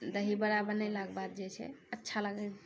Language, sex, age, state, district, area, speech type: Maithili, female, 60+, Bihar, Purnia, rural, spontaneous